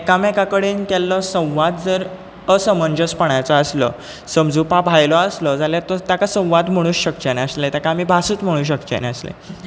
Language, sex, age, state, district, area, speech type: Goan Konkani, male, 18-30, Goa, Bardez, rural, spontaneous